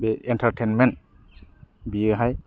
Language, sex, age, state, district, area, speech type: Bodo, male, 30-45, Assam, Kokrajhar, urban, spontaneous